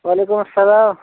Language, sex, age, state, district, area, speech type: Kashmiri, male, 30-45, Jammu and Kashmir, Bandipora, rural, conversation